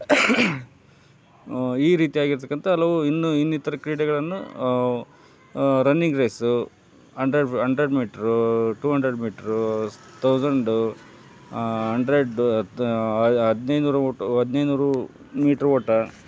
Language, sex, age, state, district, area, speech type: Kannada, male, 45-60, Karnataka, Koppal, rural, spontaneous